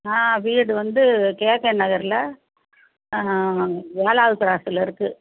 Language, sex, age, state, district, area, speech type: Tamil, female, 60+, Tamil Nadu, Perambalur, rural, conversation